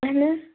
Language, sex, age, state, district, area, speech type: Kashmiri, female, 18-30, Jammu and Kashmir, Bandipora, rural, conversation